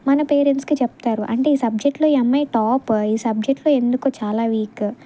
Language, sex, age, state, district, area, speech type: Telugu, female, 18-30, Andhra Pradesh, Bapatla, rural, spontaneous